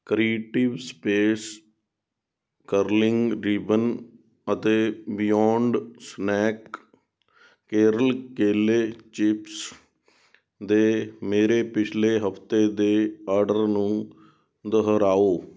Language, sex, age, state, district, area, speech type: Punjabi, male, 18-30, Punjab, Sangrur, urban, read